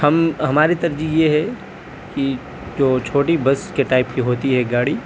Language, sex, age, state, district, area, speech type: Urdu, male, 18-30, Delhi, South Delhi, urban, spontaneous